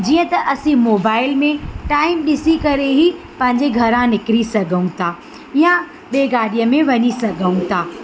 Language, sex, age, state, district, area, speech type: Sindhi, female, 30-45, Madhya Pradesh, Katni, urban, spontaneous